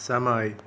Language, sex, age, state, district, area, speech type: Nepali, male, 45-60, West Bengal, Darjeeling, rural, read